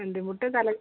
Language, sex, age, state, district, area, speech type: Malayalam, female, 45-60, Kerala, Kozhikode, urban, conversation